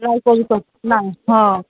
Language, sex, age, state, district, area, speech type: Marathi, female, 30-45, Maharashtra, Nagpur, urban, conversation